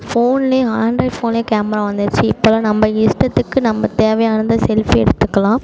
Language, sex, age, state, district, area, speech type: Tamil, female, 18-30, Tamil Nadu, Mayiladuthurai, urban, spontaneous